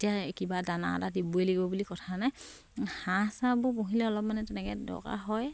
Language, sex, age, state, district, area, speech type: Assamese, female, 30-45, Assam, Sivasagar, rural, spontaneous